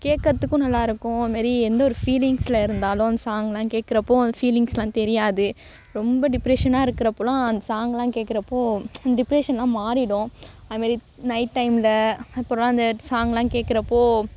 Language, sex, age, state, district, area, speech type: Tamil, female, 18-30, Tamil Nadu, Thanjavur, urban, spontaneous